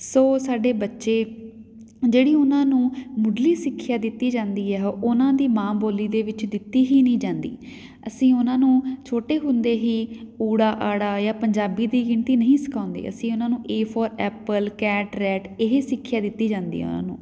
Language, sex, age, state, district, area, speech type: Punjabi, female, 30-45, Punjab, Patiala, rural, spontaneous